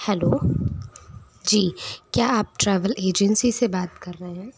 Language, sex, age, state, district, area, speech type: Hindi, female, 30-45, Madhya Pradesh, Bhopal, urban, spontaneous